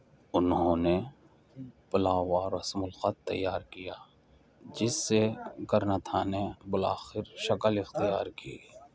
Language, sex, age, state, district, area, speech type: Urdu, male, 18-30, Delhi, Central Delhi, urban, read